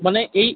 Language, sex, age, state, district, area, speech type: Bengali, male, 30-45, West Bengal, Kolkata, urban, conversation